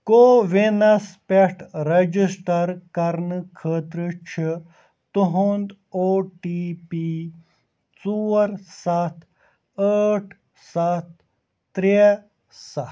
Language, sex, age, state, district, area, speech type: Kashmiri, male, 45-60, Jammu and Kashmir, Ganderbal, rural, read